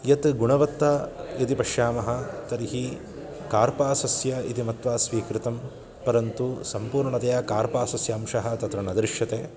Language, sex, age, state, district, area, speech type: Sanskrit, male, 30-45, Karnataka, Bangalore Urban, urban, spontaneous